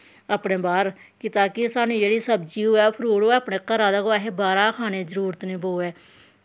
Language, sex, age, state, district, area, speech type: Dogri, female, 30-45, Jammu and Kashmir, Samba, rural, spontaneous